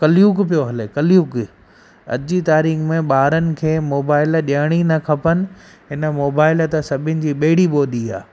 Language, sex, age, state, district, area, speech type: Sindhi, male, 30-45, Gujarat, Kutch, rural, spontaneous